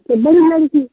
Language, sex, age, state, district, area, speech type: Hindi, female, 30-45, Uttar Pradesh, Mau, rural, conversation